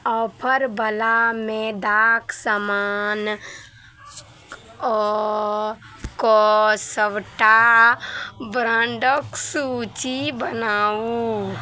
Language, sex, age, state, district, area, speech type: Maithili, female, 18-30, Bihar, Araria, urban, read